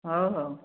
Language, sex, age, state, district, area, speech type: Odia, female, 30-45, Odisha, Koraput, urban, conversation